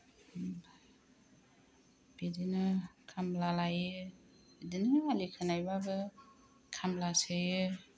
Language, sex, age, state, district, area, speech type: Bodo, female, 30-45, Assam, Kokrajhar, rural, spontaneous